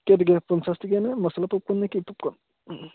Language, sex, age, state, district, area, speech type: Assamese, male, 18-30, Assam, Charaideo, rural, conversation